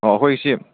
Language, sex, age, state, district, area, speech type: Manipuri, male, 18-30, Manipur, Churachandpur, rural, conversation